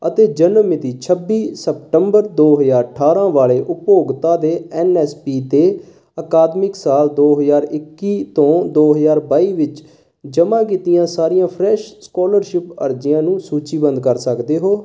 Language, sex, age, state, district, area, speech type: Punjabi, male, 18-30, Punjab, Sangrur, urban, read